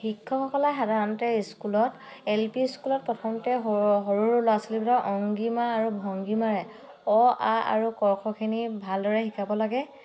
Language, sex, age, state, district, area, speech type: Assamese, female, 30-45, Assam, Dhemaji, rural, spontaneous